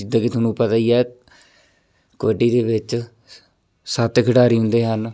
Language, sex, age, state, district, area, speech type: Punjabi, male, 18-30, Punjab, Shaheed Bhagat Singh Nagar, rural, spontaneous